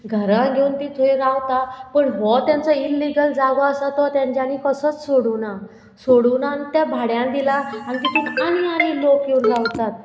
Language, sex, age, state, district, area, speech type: Goan Konkani, female, 45-60, Goa, Murmgao, rural, spontaneous